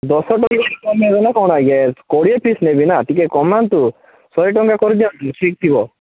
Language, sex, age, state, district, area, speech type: Odia, male, 30-45, Odisha, Bhadrak, rural, conversation